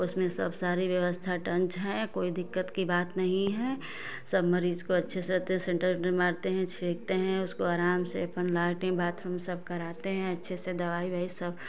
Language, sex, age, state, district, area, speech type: Hindi, female, 30-45, Uttar Pradesh, Ghazipur, urban, spontaneous